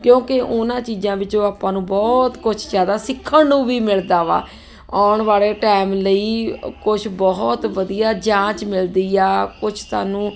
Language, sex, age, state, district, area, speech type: Punjabi, female, 30-45, Punjab, Ludhiana, urban, spontaneous